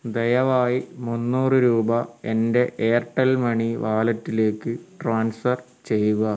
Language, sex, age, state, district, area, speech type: Malayalam, male, 45-60, Kerala, Wayanad, rural, read